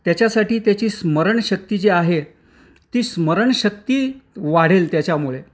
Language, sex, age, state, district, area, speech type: Marathi, male, 60+, Maharashtra, Nashik, urban, spontaneous